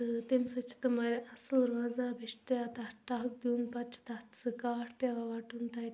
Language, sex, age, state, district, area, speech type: Kashmiri, female, 18-30, Jammu and Kashmir, Bandipora, rural, spontaneous